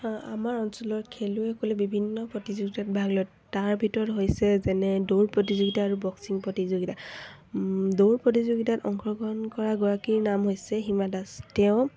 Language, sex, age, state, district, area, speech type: Assamese, female, 18-30, Assam, Dibrugarh, rural, spontaneous